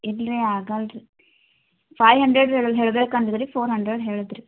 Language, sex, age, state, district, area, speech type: Kannada, female, 18-30, Karnataka, Gulbarga, urban, conversation